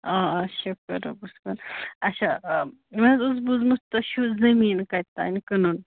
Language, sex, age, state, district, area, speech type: Kashmiri, female, 18-30, Jammu and Kashmir, Ganderbal, rural, conversation